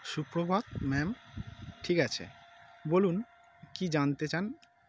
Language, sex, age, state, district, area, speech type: Bengali, male, 30-45, West Bengal, North 24 Parganas, urban, read